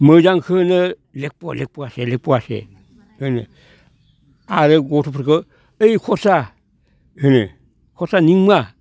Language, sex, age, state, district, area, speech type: Bodo, male, 60+, Assam, Baksa, urban, spontaneous